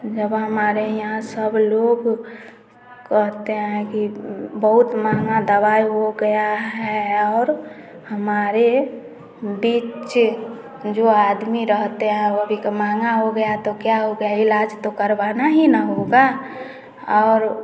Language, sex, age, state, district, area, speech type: Hindi, female, 30-45, Bihar, Samastipur, rural, spontaneous